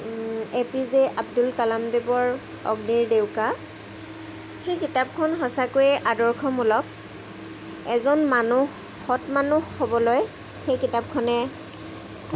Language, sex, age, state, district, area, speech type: Assamese, female, 30-45, Assam, Jorhat, urban, spontaneous